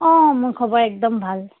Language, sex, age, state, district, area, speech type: Assamese, female, 30-45, Assam, Charaideo, urban, conversation